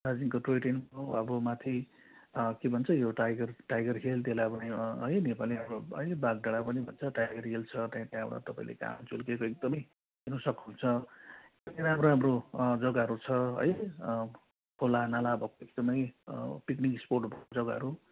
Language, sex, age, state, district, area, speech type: Nepali, male, 45-60, West Bengal, Darjeeling, rural, conversation